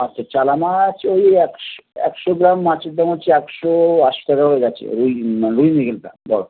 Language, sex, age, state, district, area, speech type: Bengali, male, 30-45, West Bengal, Howrah, urban, conversation